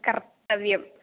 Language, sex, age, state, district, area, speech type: Sanskrit, female, 18-30, Kerala, Kollam, rural, conversation